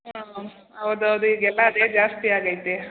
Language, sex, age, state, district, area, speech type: Kannada, female, 18-30, Karnataka, Mandya, rural, conversation